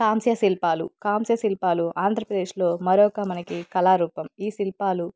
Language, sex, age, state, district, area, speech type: Telugu, female, 30-45, Andhra Pradesh, Nandyal, urban, spontaneous